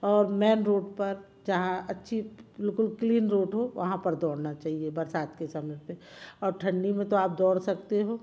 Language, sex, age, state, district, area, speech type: Hindi, female, 45-60, Madhya Pradesh, Jabalpur, urban, spontaneous